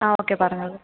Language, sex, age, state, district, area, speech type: Malayalam, female, 18-30, Kerala, Kottayam, rural, conversation